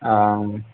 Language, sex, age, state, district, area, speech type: Tamil, male, 18-30, Tamil Nadu, Erode, urban, conversation